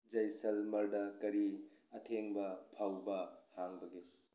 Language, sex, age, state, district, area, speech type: Manipuri, male, 30-45, Manipur, Tengnoupal, urban, read